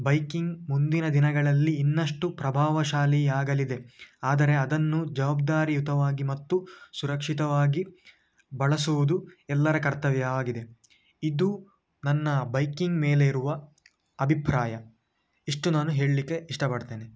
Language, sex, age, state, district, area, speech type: Kannada, male, 18-30, Karnataka, Dakshina Kannada, urban, spontaneous